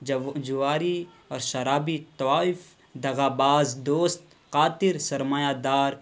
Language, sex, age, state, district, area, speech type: Urdu, male, 18-30, Bihar, Purnia, rural, spontaneous